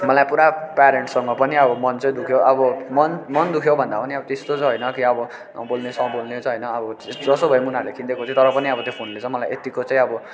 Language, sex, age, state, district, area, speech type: Nepali, male, 18-30, West Bengal, Darjeeling, rural, spontaneous